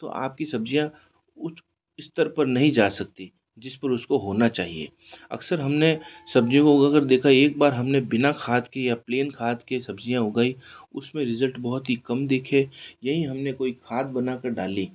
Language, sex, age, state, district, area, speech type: Hindi, male, 60+, Rajasthan, Jodhpur, urban, spontaneous